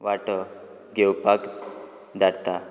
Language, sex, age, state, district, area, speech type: Goan Konkani, male, 18-30, Goa, Quepem, rural, spontaneous